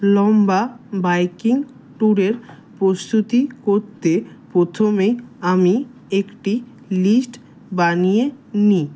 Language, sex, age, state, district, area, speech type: Bengali, male, 18-30, West Bengal, Howrah, urban, spontaneous